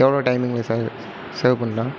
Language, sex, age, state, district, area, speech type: Tamil, male, 30-45, Tamil Nadu, Sivaganga, rural, spontaneous